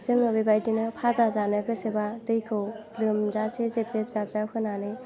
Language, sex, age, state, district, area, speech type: Bodo, female, 45-60, Assam, Chirang, rural, spontaneous